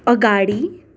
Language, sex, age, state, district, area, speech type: Nepali, female, 18-30, West Bengal, Darjeeling, rural, read